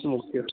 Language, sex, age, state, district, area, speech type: Marathi, male, 30-45, Maharashtra, Amravati, rural, conversation